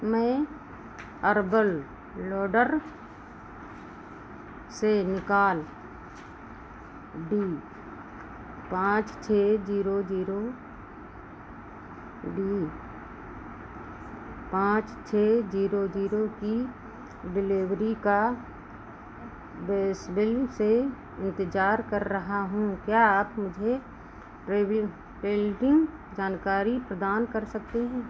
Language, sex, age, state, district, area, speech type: Hindi, female, 60+, Uttar Pradesh, Sitapur, rural, read